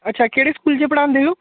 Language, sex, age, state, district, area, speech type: Dogri, male, 18-30, Jammu and Kashmir, Jammu, urban, conversation